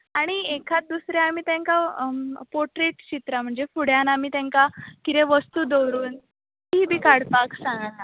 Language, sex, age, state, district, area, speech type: Goan Konkani, female, 18-30, Goa, Bardez, urban, conversation